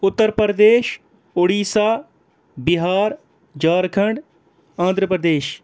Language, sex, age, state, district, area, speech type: Kashmiri, male, 30-45, Jammu and Kashmir, Srinagar, urban, spontaneous